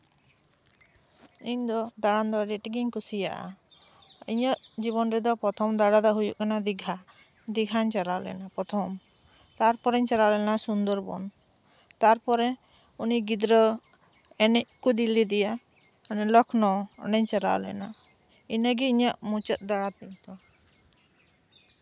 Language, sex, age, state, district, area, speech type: Santali, female, 30-45, West Bengal, Birbhum, rural, spontaneous